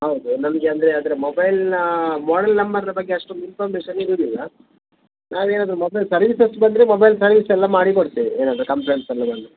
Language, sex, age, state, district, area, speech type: Kannada, male, 45-60, Karnataka, Udupi, rural, conversation